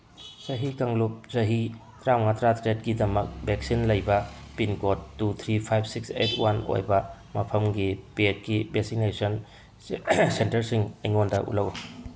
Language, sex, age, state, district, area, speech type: Manipuri, male, 45-60, Manipur, Tengnoupal, rural, read